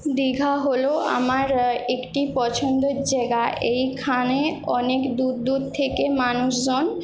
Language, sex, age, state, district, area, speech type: Bengali, female, 18-30, West Bengal, Jhargram, rural, spontaneous